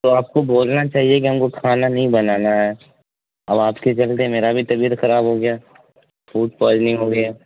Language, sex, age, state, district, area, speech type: Urdu, male, 18-30, Bihar, Supaul, rural, conversation